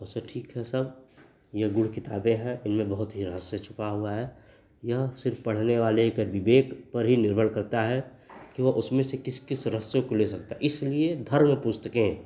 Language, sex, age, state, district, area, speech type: Hindi, male, 30-45, Uttar Pradesh, Chandauli, rural, spontaneous